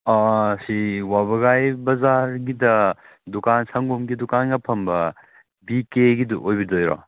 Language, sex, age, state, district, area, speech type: Manipuri, male, 18-30, Manipur, Kakching, rural, conversation